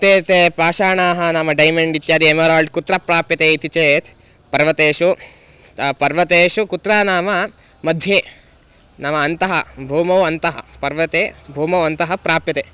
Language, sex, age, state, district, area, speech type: Sanskrit, male, 18-30, Karnataka, Bangalore Rural, urban, spontaneous